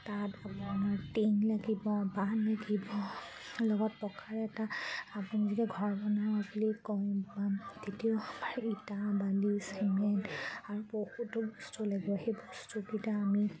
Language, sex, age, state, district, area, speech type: Assamese, female, 45-60, Assam, Charaideo, rural, spontaneous